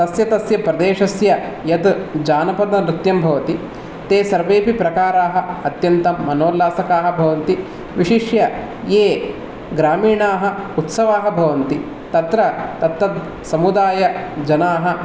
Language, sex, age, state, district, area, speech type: Sanskrit, male, 30-45, Karnataka, Bangalore Urban, urban, spontaneous